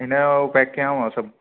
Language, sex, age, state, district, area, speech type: Sindhi, male, 45-60, Maharashtra, Mumbai Suburban, urban, conversation